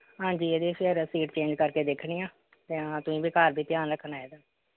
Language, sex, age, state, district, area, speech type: Punjabi, female, 45-60, Punjab, Pathankot, urban, conversation